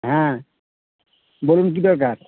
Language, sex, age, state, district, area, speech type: Bengali, male, 30-45, West Bengal, Birbhum, urban, conversation